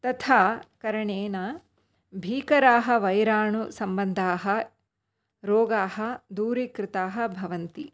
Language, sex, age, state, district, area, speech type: Sanskrit, female, 30-45, Karnataka, Dakshina Kannada, urban, spontaneous